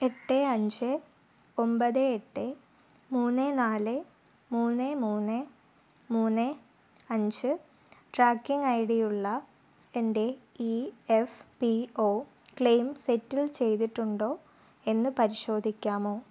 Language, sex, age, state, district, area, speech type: Malayalam, female, 18-30, Kerala, Thiruvananthapuram, rural, read